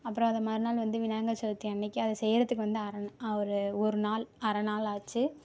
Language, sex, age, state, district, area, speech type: Tamil, female, 18-30, Tamil Nadu, Mayiladuthurai, rural, spontaneous